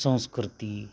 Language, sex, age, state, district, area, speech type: Marathi, male, 45-60, Maharashtra, Osmanabad, rural, spontaneous